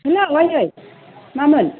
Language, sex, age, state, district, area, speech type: Bodo, female, 45-60, Assam, Udalguri, rural, conversation